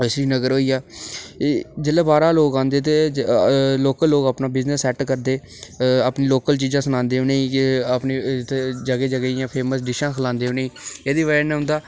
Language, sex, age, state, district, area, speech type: Dogri, male, 18-30, Jammu and Kashmir, Udhampur, urban, spontaneous